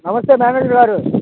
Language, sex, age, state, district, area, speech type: Telugu, male, 18-30, Andhra Pradesh, Bapatla, rural, conversation